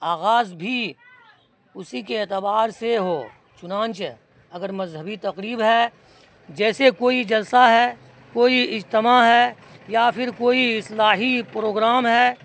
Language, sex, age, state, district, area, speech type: Urdu, male, 45-60, Bihar, Araria, rural, spontaneous